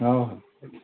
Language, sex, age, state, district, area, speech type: Odia, male, 60+, Odisha, Gajapati, rural, conversation